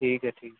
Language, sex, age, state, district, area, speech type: Urdu, male, 30-45, Bihar, Gaya, urban, conversation